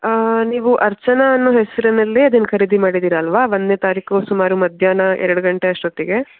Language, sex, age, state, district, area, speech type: Kannada, female, 18-30, Karnataka, Shimoga, rural, conversation